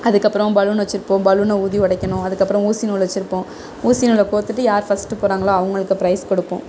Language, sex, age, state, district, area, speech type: Tamil, female, 30-45, Tamil Nadu, Tiruvarur, urban, spontaneous